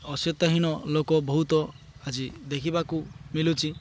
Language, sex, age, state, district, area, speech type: Odia, male, 30-45, Odisha, Malkangiri, urban, spontaneous